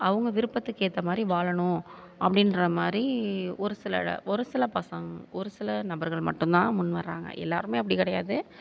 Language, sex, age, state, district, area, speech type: Tamil, female, 45-60, Tamil Nadu, Thanjavur, rural, spontaneous